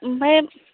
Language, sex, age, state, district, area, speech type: Bodo, female, 18-30, Assam, Baksa, rural, conversation